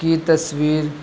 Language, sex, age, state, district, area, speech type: Urdu, male, 18-30, Bihar, Gaya, rural, spontaneous